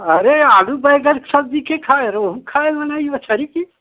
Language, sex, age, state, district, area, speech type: Hindi, male, 60+, Uttar Pradesh, Prayagraj, rural, conversation